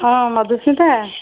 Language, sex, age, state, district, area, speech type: Odia, female, 60+, Odisha, Puri, urban, conversation